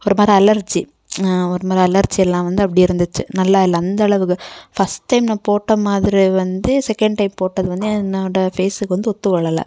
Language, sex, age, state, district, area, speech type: Tamil, female, 18-30, Tamil Nadu, Kanyakumari, rural, spontaneous